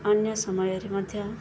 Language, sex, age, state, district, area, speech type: Odia, female, 18-30, Odisha, Subarnapur, urban, spontaneous